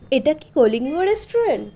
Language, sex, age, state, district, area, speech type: Bengali, female, 18-30, West Bengal, Malda, rural, spontaneous